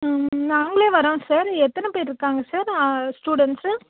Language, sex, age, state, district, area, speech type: Tamil, female, 18-30, Tamil Nadu, Krishnagiri, rural, conversation